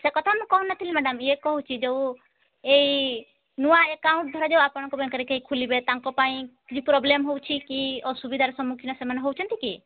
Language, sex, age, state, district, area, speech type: Odia, female, 18-30, Odisha, Mayurbhanj, rural, conversation